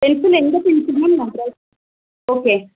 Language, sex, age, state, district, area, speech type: Tamil, female, 45-60, Tamil Nadu, Pudukkottai, rural, conversation